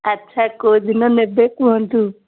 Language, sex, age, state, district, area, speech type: Odia, female, 45-60, Odisha, Sundergarh, urban, conversation